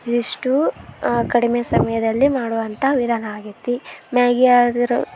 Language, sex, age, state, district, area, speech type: Kannada, female, 18-30, Karnataka, Koppal, rural, spontaneous